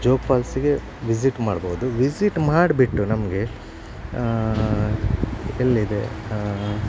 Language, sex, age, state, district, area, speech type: Kannada, male, 45-60, Karnataka, Udupi, rural, spontaneous